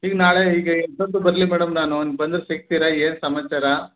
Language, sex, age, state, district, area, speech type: Kannada, male, 30-45, Karnataka, Mandya, rural, conversation